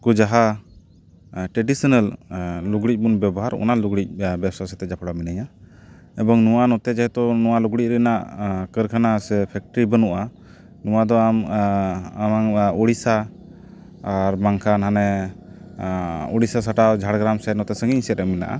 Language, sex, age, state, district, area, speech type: Santali, male, 30-45, West Bengal, Paschim Bardhaman, rural, spontaneous